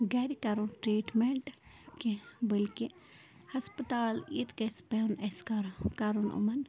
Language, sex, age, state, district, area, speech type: Kashmiri, female, 18-30, Jammu and Kashmir, Bandipora, rural, spontaneous